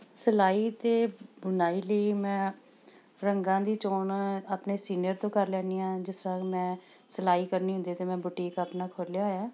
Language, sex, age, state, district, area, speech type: Punjabi, female, 45-60, Punjab, Amritsar, urban, spontaneous